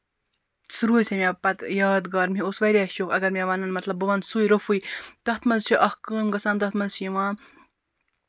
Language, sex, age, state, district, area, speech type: Kashmiri, female, 45-60, Jammu and Kashmir, Baramulla, rural, spontaneous